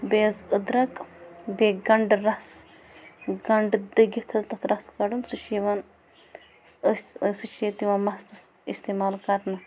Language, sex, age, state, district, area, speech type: Kashmiri, female, 18-30, Jammu and Kashmir, Bandipora, rural, spontaneous